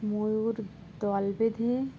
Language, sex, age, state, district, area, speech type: Bengali, female, 18-30, West Bengal, Dakshin Dinajpur, urban, spontaneous